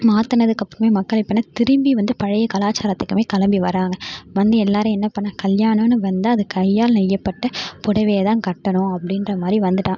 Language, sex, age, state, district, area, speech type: Tamil, female, 30-45, Tamil Nadu, Mayiladuthurai, rural, spontaneous